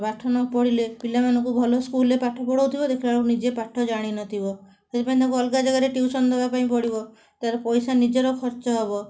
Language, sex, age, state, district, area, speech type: Odia, female, 30-45, Odisha, Cuttack, urban, spontaneous